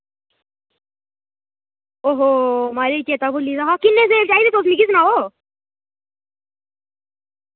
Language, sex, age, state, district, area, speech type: Dogri, male, 18-30, Jammu and Kashmir, Reasi, rural, conversation